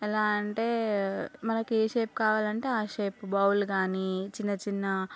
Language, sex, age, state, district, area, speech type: Telugu, female, 18-30, Telangana, Vikarabad, urban, spontaneous